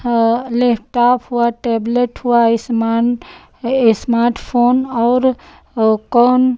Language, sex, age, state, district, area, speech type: Hindi, female, 45-60, Uttar Pradesh, Lucknow, rural, spontaneous